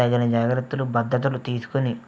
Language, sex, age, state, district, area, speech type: Telugu, male, 18-30, Andhra Pradesh, Eluru, urban, spontaneous